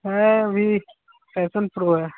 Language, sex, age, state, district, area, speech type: Hindi, male, 18-30, Bihar, Vaishali, rural, conversation